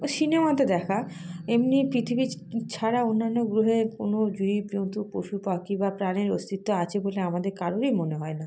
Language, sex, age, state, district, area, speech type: Bengali, female, 30-45, West Bengal, South 24 Parganas, rural, spontaneous